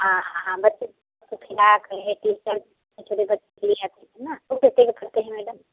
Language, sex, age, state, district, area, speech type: Hindi, female, 45-60, Uttar Pradesh, Prayagraj, rural, conversation